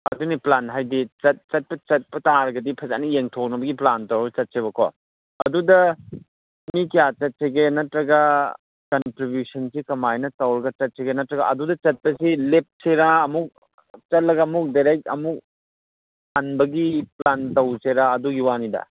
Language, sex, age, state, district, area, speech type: Manipuri, male, 30-45, Manipur, Ukhrul, urban, conversation